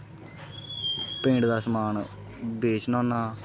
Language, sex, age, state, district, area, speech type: Dogri, male, 18-30, Jammu and Kashmir, Kathua, rural, spontaneous